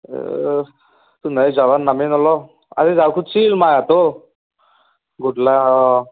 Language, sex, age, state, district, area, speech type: Assamese, male, 18-30, Assam, Nalbari, rural, conversation